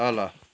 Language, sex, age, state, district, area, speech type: Nepali, male, 60+, West Bengal, Darjeeling, rural, read